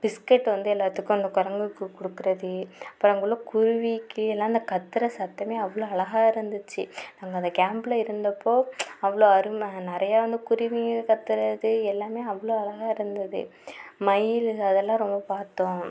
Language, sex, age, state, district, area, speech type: Tamil, female, 45-60, Tamil Nadu, Mayiladuthurai, rural, spontaneous